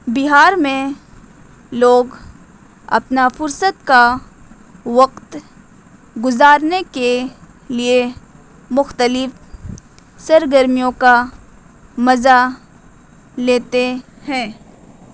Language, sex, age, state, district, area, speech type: Urdu, female, 18-30, Bihar, Gaya, urban, spontaneous